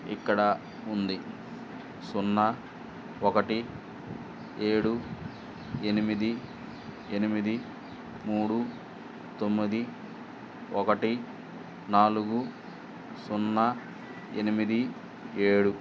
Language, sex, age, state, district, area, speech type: Telugu, male, 60+, Andhra Pradesh, Eluru, rural, read